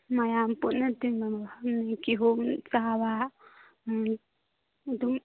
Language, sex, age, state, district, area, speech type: Manipuri, female, 18-30, Manipur, Churachandpur, urban, conversation